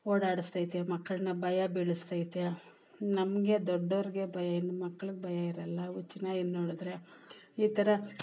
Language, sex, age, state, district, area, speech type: Kannada, female, 45-60, Karnataka, Kolar, rural, spontaneous